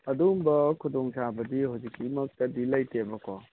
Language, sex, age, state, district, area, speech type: Manipuri, male, 45-60, Manipur, Imphal East, rural, conversation